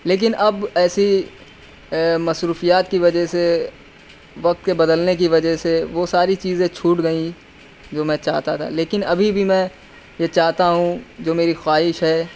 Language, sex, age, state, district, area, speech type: Urdu, male, 18-30, Uttar Pradesh, Shahjahanpur, urban, spontaneous